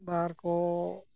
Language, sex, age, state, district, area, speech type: Santali, male, 60+, West Bengal, Purulia, rural, spontaneous